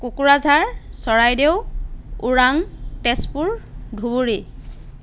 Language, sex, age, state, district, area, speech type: Assamese, female, 30-45, Assam, Dhemaji, rural, spontaneous